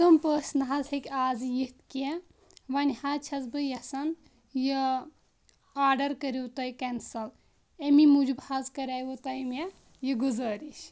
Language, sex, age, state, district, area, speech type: Kashmiri, female, 18-30, Jammu and Kashmir, Kulgam, rural, spontaneous